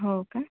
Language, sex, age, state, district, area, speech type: Marathi, female, 30-45, Maharashtra, Akola, urban, conversation